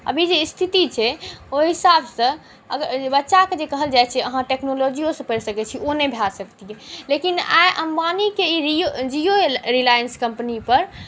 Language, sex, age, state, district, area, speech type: Maithili, female, 18-30, Bihar, Saharsa, rural, spontaneous